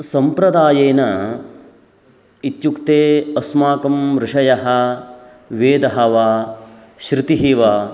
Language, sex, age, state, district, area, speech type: Sanskrit, male, 45-60, Karnataka, Uttara Kannada, rural, spontaneous